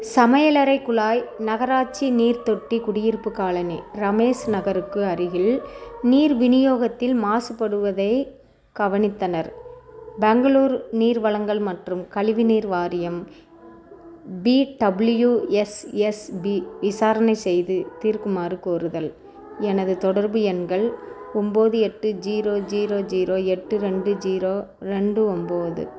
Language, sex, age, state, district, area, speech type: Tamil, female, 60+, Tamil Nadu, Theni, rural, read